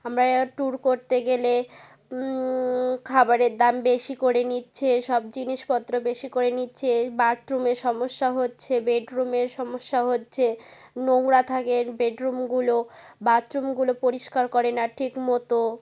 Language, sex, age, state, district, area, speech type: Bengali, female, 18-30, West Bengal, North 24 Parganas, rural, spontaneous